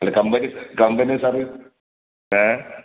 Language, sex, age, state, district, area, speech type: Malayalam, male, 45-60, Kerala, Kasaragod, urban, conversation